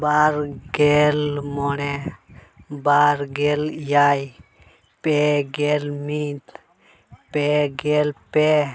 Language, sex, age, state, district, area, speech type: Santali, male, 18-30, Jharkhand, Pakur, rural, spontaneous